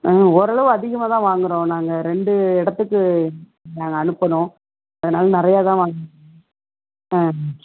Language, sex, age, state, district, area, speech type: Tamil, female, 60+, Tamil Nadu, Sivaganga, rural, conversation